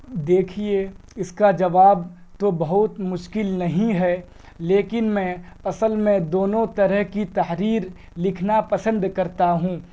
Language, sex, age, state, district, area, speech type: Urdu, male, 18-30, Bihar, Purnia, rural, spontaneous